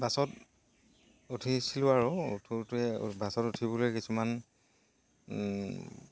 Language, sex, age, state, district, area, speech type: Assamese, male, 45-60, Assam, Dhemaji, rural, spontaneous